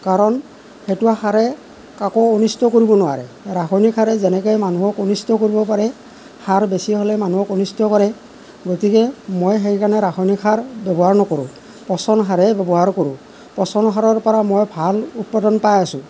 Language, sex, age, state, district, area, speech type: Assamese, male, 45-60, Assam, Nalbari, rural, spontaneous